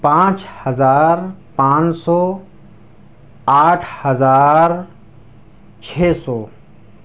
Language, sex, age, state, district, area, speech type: Urdu, male, 18-30, Delhi, East Delhi, urban, spontaneous